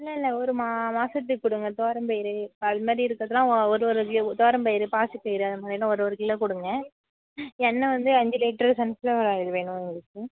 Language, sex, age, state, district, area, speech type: Tamil, female, 60+, Tamil Nadu, Cuddalore, rural, conversation